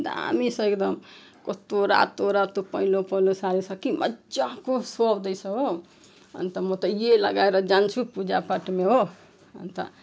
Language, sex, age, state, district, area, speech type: Nepali, female, 45-60, West Bengal, Jalpaiguri, rural, spontaneous